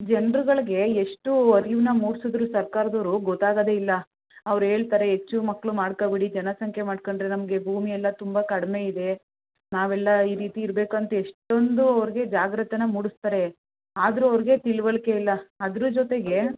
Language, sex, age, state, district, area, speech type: Kannada, female, 18-30, Karnataka, Mandya, rural, conversation